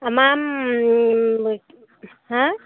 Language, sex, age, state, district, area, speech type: Assamese, female, 18-30, Assam, Sivasagar, rural, conversation